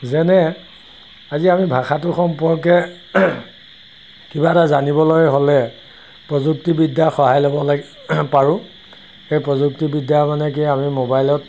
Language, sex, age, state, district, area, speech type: Assamese, male, 60+, Assam, Golaghat, rural, spontaneous